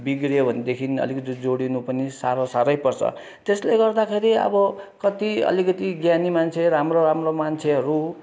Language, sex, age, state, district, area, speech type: Nepali, male, 60+, West Bengal, Kalimpong, rural, spontaneous